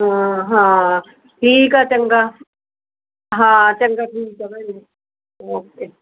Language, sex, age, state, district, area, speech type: Punjabi, female, 45-60, Punjab, Mohali, urban, conversation